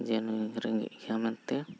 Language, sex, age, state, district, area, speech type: Santali, male, 45-60, Jharkhand, Bokaro, rural, spontaneous